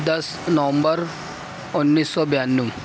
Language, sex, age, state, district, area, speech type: Urdu, male, 30-45, Maharashtra, Nashik, urban, spontaneous